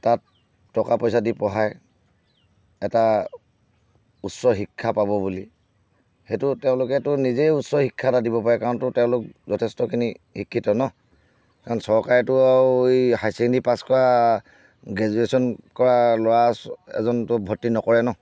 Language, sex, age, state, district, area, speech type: Assamese, male, 60+, Assam, Charaideo, urban, spontaneous